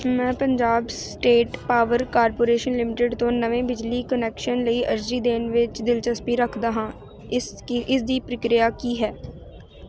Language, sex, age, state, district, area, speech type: Punjabi, female, 18-30, Punjab, Ludhiana, rural, read